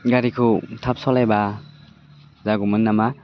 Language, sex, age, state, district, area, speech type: Bodo, male, 18-30, Assam, Baksa, rural, spontaneous